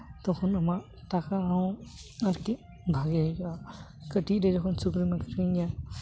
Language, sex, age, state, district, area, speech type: Santali, male, 18-30, West Bengal, Uttar Dinajpur, rural, spontaneous